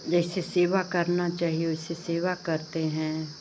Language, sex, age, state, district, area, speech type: Hindi, female, 60+, Uttar Pradesh, Pratapgarh, urban, spontaneous